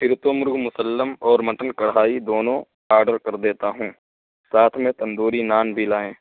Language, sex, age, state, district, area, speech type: Urdu, male, 18-30, Uttar Pradesh, Balrampur, rural, conversation